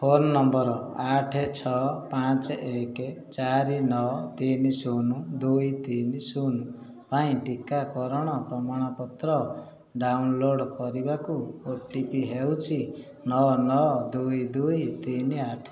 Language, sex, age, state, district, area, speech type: Odia, male, 30-45, Odisha, Khordha, rural, read